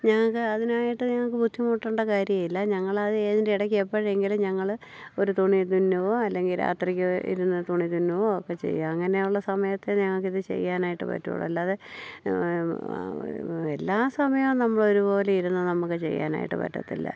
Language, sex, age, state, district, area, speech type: Malayalam, female, 60+, Kerala, Thiruvananthapuram, urban, spontaneous